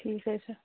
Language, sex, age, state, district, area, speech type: Kashmiri, female, 18-30, Jammu and Kashmir, Bandipora, rural, conversation